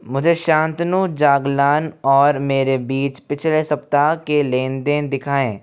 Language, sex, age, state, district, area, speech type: Hindi, male, 18-30, Rajasthan, Jaipur, urban, read